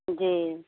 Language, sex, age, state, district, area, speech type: Hindi, female, 30-45, Bihar, Samastipur, urban, conversation